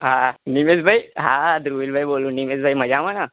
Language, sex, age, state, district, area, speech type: Gujarati, male, 18-30, Gujarat, Ahmedabad, urban, conversation